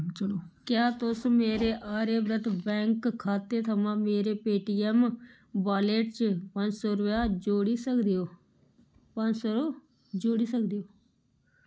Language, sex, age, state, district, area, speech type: Dogri, female, 60+, Jammu and Kashmir, Udhampur, rural, read